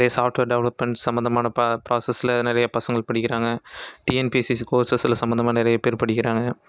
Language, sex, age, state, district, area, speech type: Tamil, male, 30-45, Tamil Nadu, Erode, rural, spontaneous